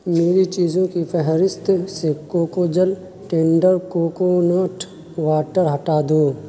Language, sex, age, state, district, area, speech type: Urdu, male, 30-45, Bihar, Khagaria, rural, read